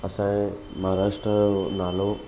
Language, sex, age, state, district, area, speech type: Sindhi, male, 18-30, Maharashtra, Thane, urban, spontaneous